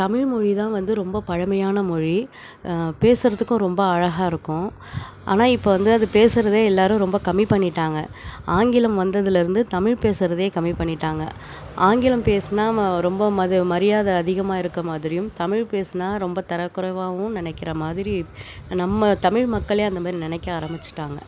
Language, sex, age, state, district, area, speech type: Tamil, female, 30-45, Tamil Nadu, Nagapattinam, rural, spontaneous